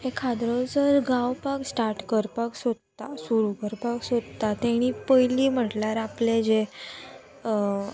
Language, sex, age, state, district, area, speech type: Goan Konkani, female, 18-30, Goa, Murmgao, rural, spontaneous